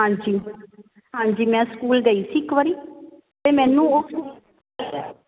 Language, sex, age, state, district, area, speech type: Punjabi, female, 45-60, Punjab, Jalandhar, rural, conversation